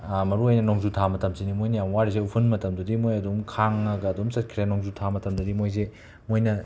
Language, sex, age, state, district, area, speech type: Manipuri, male, 30-45, Manipur, Imphal West, urban, spontaneous